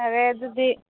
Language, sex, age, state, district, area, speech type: Manipuri, female, 45-60, Manipur, Churachandpur, rural, conversation